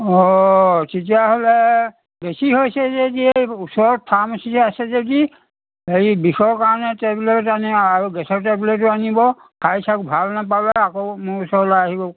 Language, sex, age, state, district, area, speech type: Assamese, male, 60+, Assam, Dhemaji, rural, conversation